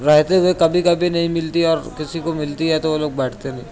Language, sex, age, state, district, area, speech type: Urdu, male, 18-30, Maharashtra, Nashik, urban, spontaneous